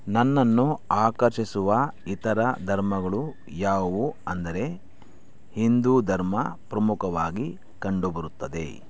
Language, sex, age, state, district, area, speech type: Kannada, male, 30-45, Karnataka, Chikkaballapur, rural, spontaneous